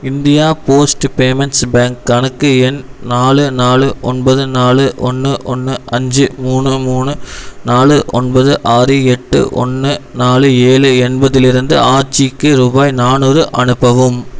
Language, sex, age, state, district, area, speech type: Tamil, male, 18-30, Tamil Nadu, Erode, rural, read